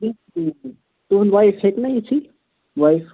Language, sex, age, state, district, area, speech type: Kashmiri, male, 30-45, Jammu and Kashmir, Budgam, rural, conversation